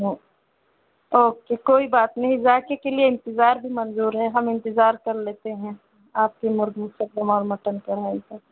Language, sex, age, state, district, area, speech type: Urdu, female, 30-45, Uttar Pradesh, Balrampur, rural, conversation